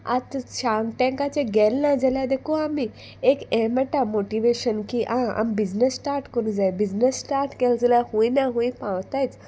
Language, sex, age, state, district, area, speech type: Goan Konkani, female, 18-30, Goa, Salcete, rural, spontaneous